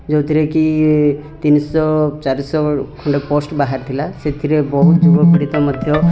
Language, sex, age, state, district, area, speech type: Odia, male, 30-45, Odisha, Rayagada, rural, spontaneous